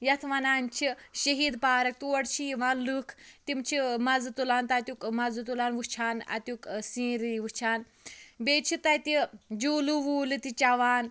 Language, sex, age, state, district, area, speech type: Kashmiri, female, 30-45, Jammu and Kashmir, Pulwama, rural, spontaneous